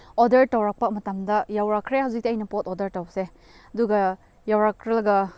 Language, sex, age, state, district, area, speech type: Manipuri, female, 18-30, Manipur, Chandel, rural, spontaneous